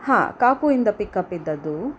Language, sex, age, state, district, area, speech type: Kannada, female, 30-45, Karnataka, Udupi, rural, spontaneous